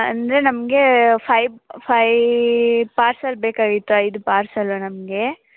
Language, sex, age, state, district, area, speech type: Kannada, female, 18-30, Karnataka, Mandya, rural, conversation